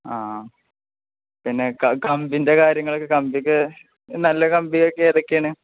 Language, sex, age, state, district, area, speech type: Malayalam, male, 18-30, Kerala, Malappuram, rural, conversation